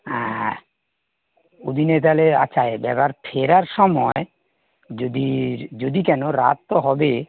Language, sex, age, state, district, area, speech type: Bengali, male, 60+, West Bengal, North 24 Parganas, urban, conversation